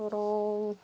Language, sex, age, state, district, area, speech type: Tamil, female, 30-45, Tamil Nadu, Namakkal, rural, spontaneous